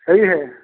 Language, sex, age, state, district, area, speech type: Hindi, male, 45-60, Uttar Pradesh, Prayagraj, rural, conversation